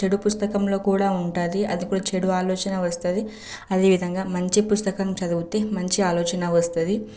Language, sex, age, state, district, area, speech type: Telugu, female, 18-30, Telangana, Nalgonda, urban, spontaneous